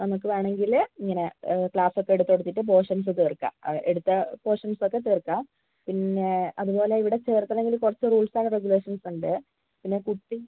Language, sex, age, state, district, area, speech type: Malayalam, female, 30-45, Kerala, Wayanad, rural, conversation